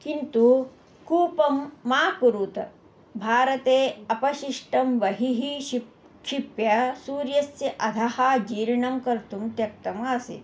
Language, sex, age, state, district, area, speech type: Sanskrit, female, 45-60, Karnataka, Belgaum, urban, spontaneous